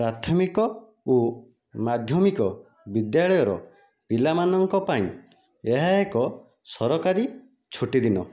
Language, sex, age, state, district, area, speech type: Odia, male, 30-45, Odisha, Nayagarh, rural, read